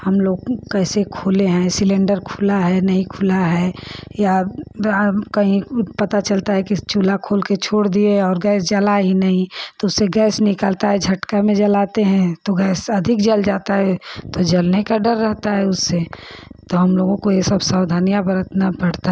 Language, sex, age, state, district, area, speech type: Hindi, female, 30-45, Uttar Pradesh, Ghazipur, rural, spontaneous